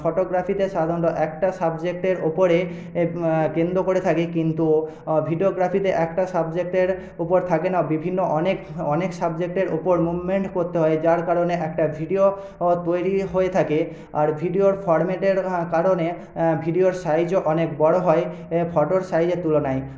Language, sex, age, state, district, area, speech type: Bengali, male, 18-30, West Bengal, Paschim Medinipur, rural, spontaneous